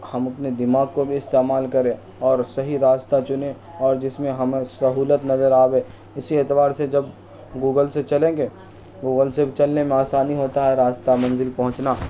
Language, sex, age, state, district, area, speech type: Urdu, male, 45-60, Bihar, Supaul, rural, spontaneous